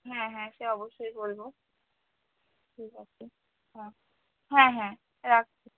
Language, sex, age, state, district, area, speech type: Bengali, female, 18-30, West Bengal, Cooch Behar, rural, conversation